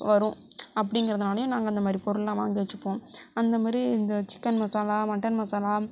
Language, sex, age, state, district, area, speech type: Tamil, female, 60+, Tamil Nadu, Sivaganga, rural, spontaneous